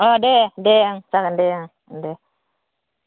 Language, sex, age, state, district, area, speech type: Bodo, female, 30-45, Assam, Baksa, rural, conversation